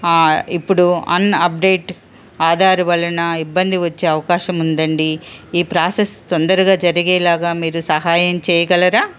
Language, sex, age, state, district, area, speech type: Telugu, female, 45-60, Telangana, Ranga Reddy, urban, spontaneous